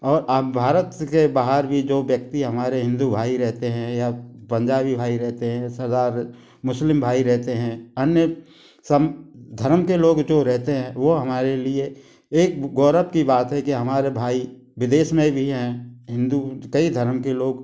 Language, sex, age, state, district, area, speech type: Hindi, male, 45-60, Madhya Pradesh, Gwalior, urban, spontaneous